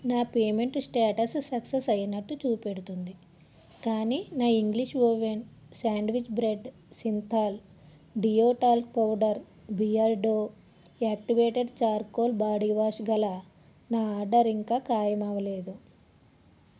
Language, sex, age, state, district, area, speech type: Telugu, female, 30-45, Andhra Pradesh, Palnadu, rural, read